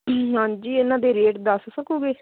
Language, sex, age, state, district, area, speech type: Punjabi, female, 18-30, Punjab, Tarn Taran, rural, conversation